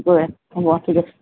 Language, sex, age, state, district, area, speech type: Assamese, female, 60+, Assam, Lakhimpur, urban, conversation